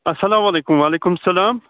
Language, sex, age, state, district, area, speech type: Kashmiri, male, 45-60, Jammu and Kashmir, Srinagar, rural, conversation